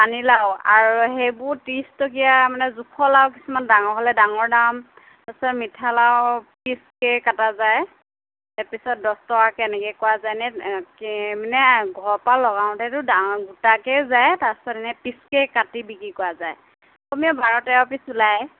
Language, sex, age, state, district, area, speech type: Assamese, female, 30-45, Assam, Nagaon, rural, conversation